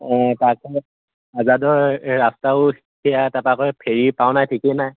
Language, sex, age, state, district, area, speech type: Assamese, male, 18-30, Assam, Lakhimpur, urban, conversation